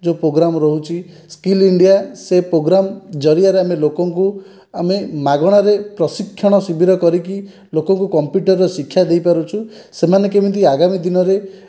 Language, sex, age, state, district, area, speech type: Odia, male, 18-30, Odisha, Dhenkanal, rural, spontaneous